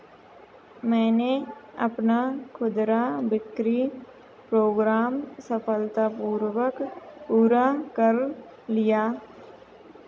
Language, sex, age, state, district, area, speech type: Hindi, female, 18-30, Madhya Pradesh, Narsinghpur, rural, read